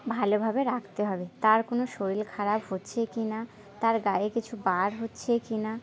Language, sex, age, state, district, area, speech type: Bengali, female, 18-30, West Bengal, Birbhum, urban, spontaneous